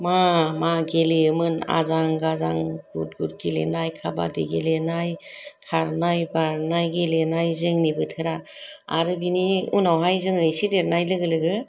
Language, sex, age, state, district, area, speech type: Bodo, female, 30-45, Assam, Kokrajhar, urban, spontaneous